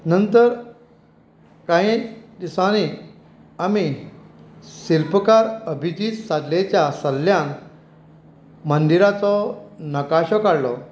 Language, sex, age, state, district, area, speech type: Goan Konkani, female, 60+, Goa, Canacona, rural, spontaneous